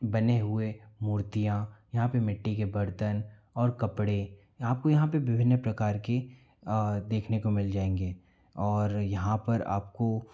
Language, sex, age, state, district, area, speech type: Hindi, male, 45-60, Madhya Pradesh, Bhopal, urban, spontaneous